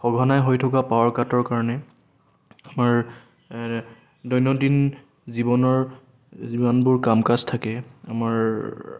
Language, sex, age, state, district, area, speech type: Assamese, male, 18-30, Assam, Sonitpur, rural, spontaneous